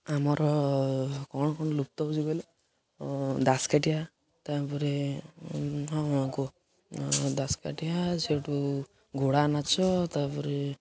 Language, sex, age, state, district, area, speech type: Odia, male, 18-30, Odisha, Jagatsinghpur, rural, spontaneous